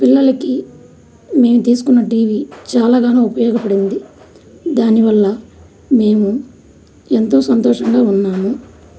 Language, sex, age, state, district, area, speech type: Telugu, female, 30-45, Andhra Pradesh, Nellore, rural, spontaneous